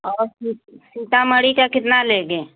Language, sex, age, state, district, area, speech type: Hindi, female, 60+, Uttar Pradesh, Bhadohi, rural, conversation